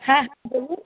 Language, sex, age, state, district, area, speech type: Bengali, female, 18-30, West Bengal, Cooch Behar, urban, conversation